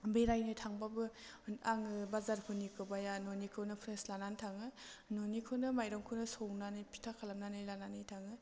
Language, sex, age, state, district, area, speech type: Bodo, female, 30-45, Assam, Chirang, urban, spontaneous